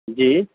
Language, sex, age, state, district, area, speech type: Urdu, male, 30-45, Uttar Pradesh, Mau, urban, conversation